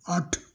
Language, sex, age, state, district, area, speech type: Punjabi, male, 60+, Punjab, Amritsar, urban, read